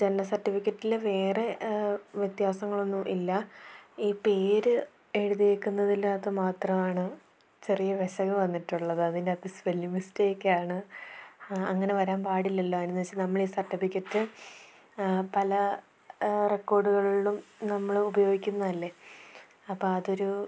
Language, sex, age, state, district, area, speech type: Malayalam, female, 18-30, Kerala, Idukki, rural, spontaneous